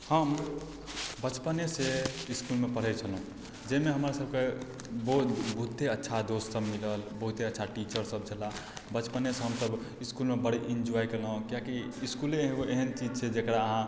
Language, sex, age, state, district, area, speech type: Maithili, male, 18-30, Bihar, Madhubani, rural, spontaneous